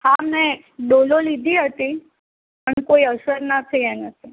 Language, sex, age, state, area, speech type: Gujarati, female, 18-30, Gujarat, urban, conversation